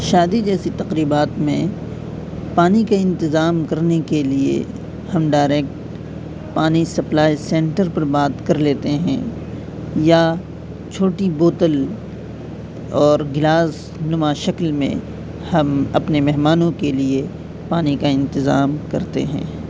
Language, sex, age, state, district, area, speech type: Urdu, male, 18-30, Delhi, South Delhi, urban, spontaneous